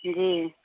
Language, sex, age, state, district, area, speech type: Hindi, female, 30-45, Bihar, Samastipur, urban, conversation